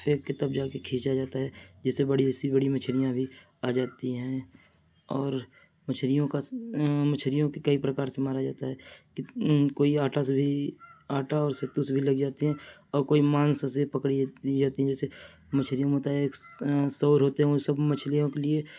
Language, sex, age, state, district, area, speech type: Urdu, male, 30-45, Uttar Pradesh, Mirzapur, rural, spontaneous